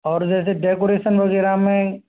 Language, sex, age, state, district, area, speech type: Hindi, male, 30-45, Rajasthan, Jaipur, urban, conversation